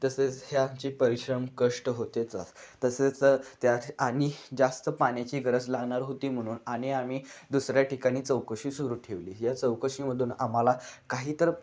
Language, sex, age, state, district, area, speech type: Marathi, male, 18-30, Maharashtra, Kolhapur, urban, spontaneous